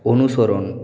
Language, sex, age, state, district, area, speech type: Bengali, male, 45-60, West Bengal, Purulia, urban, read